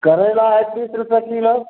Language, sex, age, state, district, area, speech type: Maithili, male, 60+, Bihar, Samastipur, urban, conversation